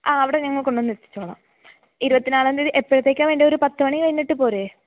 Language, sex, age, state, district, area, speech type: Malayalam, female, 18-30, Kerala, Idukki, rural, conversation